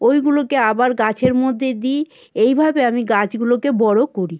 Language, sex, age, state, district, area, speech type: Bengali, female, 60+, West Bengal, South 24 Parganas, rural, spontaneous